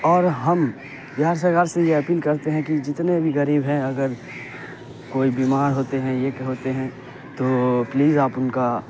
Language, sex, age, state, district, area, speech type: Urdu, male, 18-30, Bihar, Saharsa, urban, spontaneous